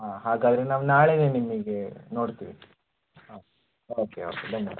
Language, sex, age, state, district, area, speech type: Kannada, male, 18-30, Karnataka, Shimoga, urban, conversation